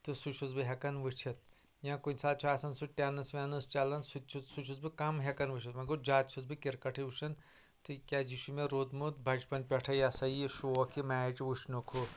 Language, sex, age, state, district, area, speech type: Kashmiri, male, 30-45, Jammu and Kashmir, Anantnag, rural, spontaneous